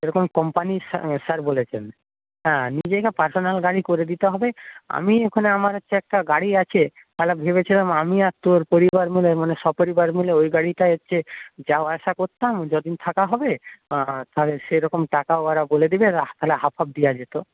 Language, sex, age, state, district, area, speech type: Bengali, male, 30-45, West Bengal, Paschim Medinipur, rural, conversation